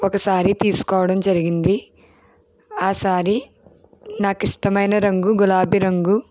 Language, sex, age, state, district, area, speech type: Telugu, female, 30-45, Andhra Pradesh, East Godavari, rural, spontaneous